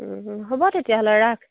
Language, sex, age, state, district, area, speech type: Assamese, female, 30-45, Assam, Jorhat, urban, conversation